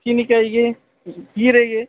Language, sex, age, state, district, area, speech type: Kannada, male, 45-60, Karnataka, Dakshina Kannada, urban, conversation